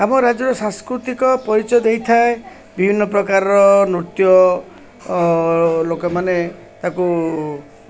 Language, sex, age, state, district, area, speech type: Odia, male, 60+, Odisha, Koraput, urban, spontaneous